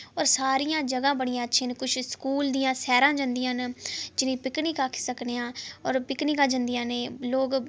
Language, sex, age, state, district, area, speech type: Dogri, female, 30-45, Jammu and Kashmir, Udhampur, urban, spontaneous